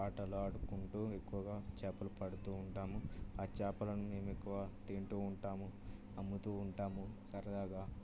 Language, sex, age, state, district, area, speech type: Telugu, male, 18-30, Telangana, Mancherial, rural, spontaneous